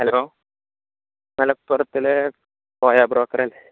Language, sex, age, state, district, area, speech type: Malayalam, male, 18-30, Kerala, Malappuram, rural, conversation